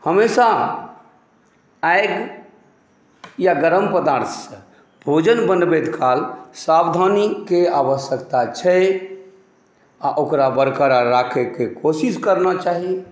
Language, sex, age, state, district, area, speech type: Maithili, male, 45-60, Bihar, Saharsa, urban, spontaneous